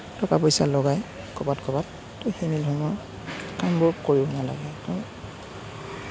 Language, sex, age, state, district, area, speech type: Assamese, male, 18-30, Assam, Kamrup Metropolitan, urban, spontaneous